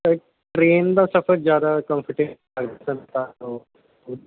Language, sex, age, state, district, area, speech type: Punjabi, male, 18-30, Punjab, Ludhiana, urban, conversation